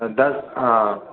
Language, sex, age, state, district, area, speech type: Hindi, male, 30-45, Bihar, Darbhanga, rural, conversation